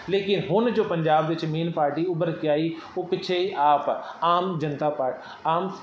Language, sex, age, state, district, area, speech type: Punjabi, male, 30-45, Punjab, Fazilka, urban, spontaneous